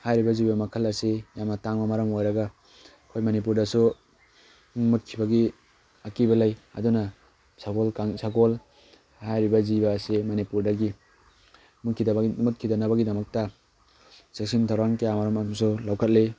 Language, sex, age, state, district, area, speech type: Manipuri, male, 18-30, Manipur, Tengnoupal, rural, spontaneous